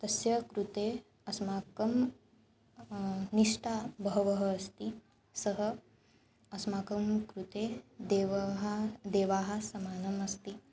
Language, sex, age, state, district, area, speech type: Sanskrit, female, 18-30, Maharashtra, Nagpur, urban, spontaneous